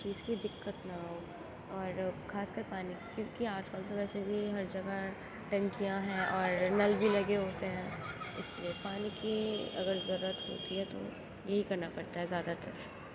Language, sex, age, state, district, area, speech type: Urdu, female, 18-30, Uttar Pradesh, Gautam Buddha Nagar, urban, spontaneous